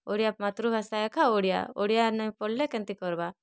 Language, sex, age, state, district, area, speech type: Odia, female, 30-45, Odisha, Kalahandi, rural, spontaneous